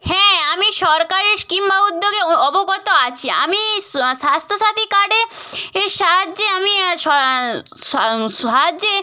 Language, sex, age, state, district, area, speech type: Bengali, female, 30-45, West Bengal, Purba Medinipur, rural, spontaneous